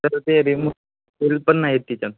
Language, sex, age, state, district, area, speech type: Marathi, male, 18-30, Maharashtra, Washim, urban, conversation